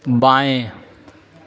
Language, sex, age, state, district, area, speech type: Hindi, male, 30-45, Bihar, Begusarai, rural, read